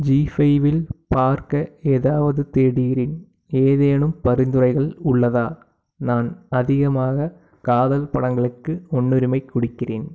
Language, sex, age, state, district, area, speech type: Tamil, male, 18-30, Tamil Nadu, Tiruppur, urban, read